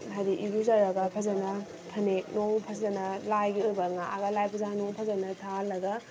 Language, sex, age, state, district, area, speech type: Manipuri, female, 18-30, Manipur, Kakching, rural, spontaneous